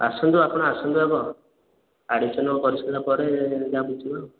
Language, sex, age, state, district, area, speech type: Odia, male, 18-30, Odisha, Khordha, rural, conversation